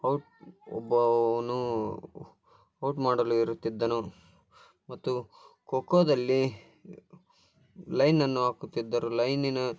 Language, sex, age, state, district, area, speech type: Kannada, male, 18-30, Karnataka, Koppal, rural, spontaneous